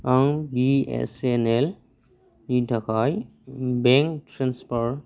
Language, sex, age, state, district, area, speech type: Bodo, male, 18-30, Assam, Kokrajhar, rural, read